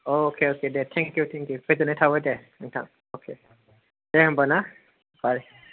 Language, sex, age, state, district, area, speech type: Bodo, male, 18-30, Assam, Kokrajhar, rural, conversation